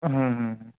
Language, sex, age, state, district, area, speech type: Bengali, male, 18-30, West Bengal, Murshidabad, urban, conversation